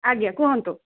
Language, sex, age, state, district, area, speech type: Odia, female, 30-45, Odisha, Sundergarh, urban, conversation